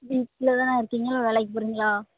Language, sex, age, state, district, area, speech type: Tamil, female, 18-30, Tamil Nadu, Thoothukudi, rural, conversation